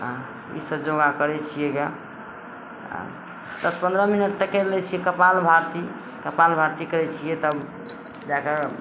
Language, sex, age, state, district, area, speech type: Maithili, female, 60+, Bihar, Madhepura, rural, spontaneous